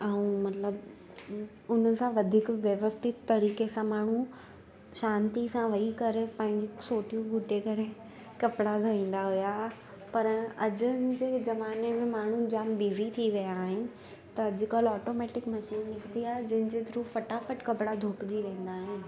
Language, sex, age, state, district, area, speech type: Sindhi, female, 18-30, Gujarat, Surat, urban, spontaneous